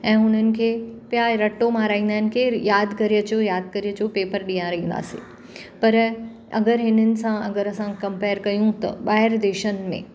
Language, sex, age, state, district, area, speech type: Sindhi, female, 45-60, Maharashtra, Mumbai Suburban, urban, spontaneous